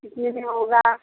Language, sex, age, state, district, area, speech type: Hindi, female, 45-60, Uttar Pradesh, Mirzapur, rural, conversation